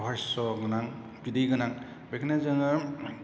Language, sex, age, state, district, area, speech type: Bodo, male, 60+, Assam, Chirang, urban, spontaneous